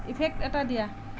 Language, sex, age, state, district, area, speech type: Assamese, female, 30-45, Assam, Sonitpur, rural, read